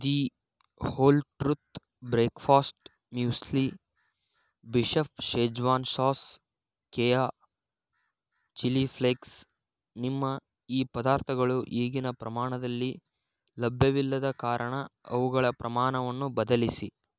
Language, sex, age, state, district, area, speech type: Kannada, male, 30-45, Karnataka, Tumkur, urban, read